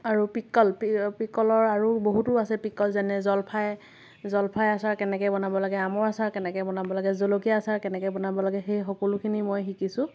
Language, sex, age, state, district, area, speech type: Assamese, female, 30-45, Assam, Lakhimpur, rural, spontaneous